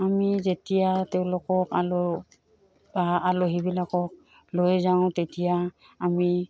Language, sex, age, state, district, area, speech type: Assamese, female, 45-60, Assam, Udalguri, rural, spontaneous